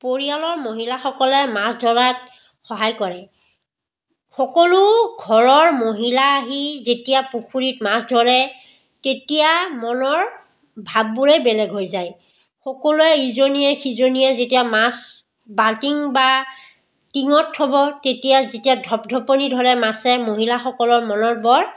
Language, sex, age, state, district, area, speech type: Assamese, female, 45-60, Assam, Biswanath, rural, spontaneous